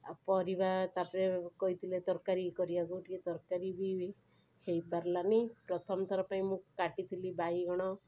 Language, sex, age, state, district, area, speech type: Odia, female, 30-45, Odisha, Cuttack, urban, spontaneous